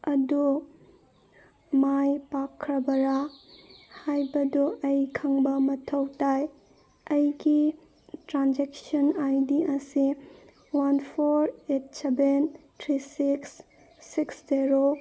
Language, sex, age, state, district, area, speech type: Manipuri, female, 30-45, Manipur, Senapati, rural, read